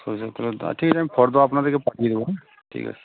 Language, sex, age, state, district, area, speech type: Bengali, male, 45-60, West Bengal, Uttar Dinajpur, urban, conversation